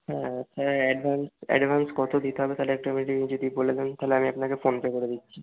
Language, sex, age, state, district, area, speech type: Bengali, male, 30-45, West Bengal, Bankura, urban, conversation